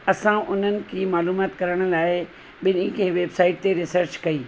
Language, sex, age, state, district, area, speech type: Sindhi, female, 45-60, Rajasthan, Ajmer, urban, spontaneous